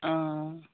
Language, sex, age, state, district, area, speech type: Assamese, female, 45-60, Assam, Tinsukia, urban, conversation